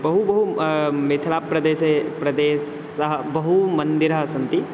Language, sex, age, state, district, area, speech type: Sanskrit, male, 18-30, Bihar, Madhubani, rural, spontaneous